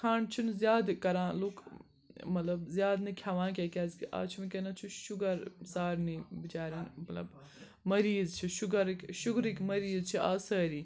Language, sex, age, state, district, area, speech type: Kashmiri, female, 18-30, Jammu and Kashmir, Srinagar, urban, spontaneous